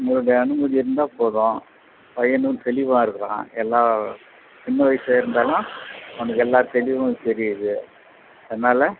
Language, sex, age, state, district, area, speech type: Tamil, male, 60+, Tamil Nadu, Vellore, rural, conversation